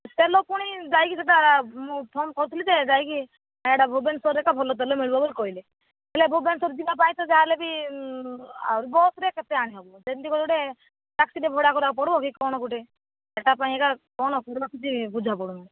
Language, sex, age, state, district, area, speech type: Odia, female, 45-60, Odisha, Kandhamal, rural, conversation